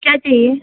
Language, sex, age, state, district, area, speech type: Hindi, female, 45-60, Uttar Pradesh, Azamgarh, rural, conversation